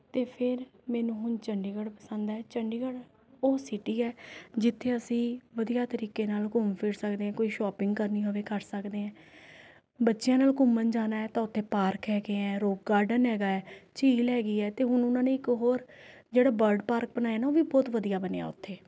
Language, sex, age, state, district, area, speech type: Punjabi, female, 30-45, Punjab, Rupnagar, urban, spontaneous